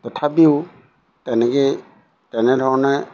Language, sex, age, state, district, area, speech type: Assamese, male, 60+, Assam, Lakhimpur, rural, spontaneous